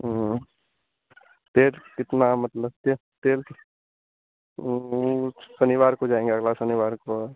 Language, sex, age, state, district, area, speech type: Hindi, male, 18-30, Bihar, Madhepura, rural, conversation